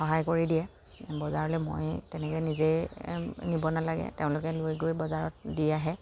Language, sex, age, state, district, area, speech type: Assamese, female, 30-45, Assam, Dibrugarh, rural, spontaneous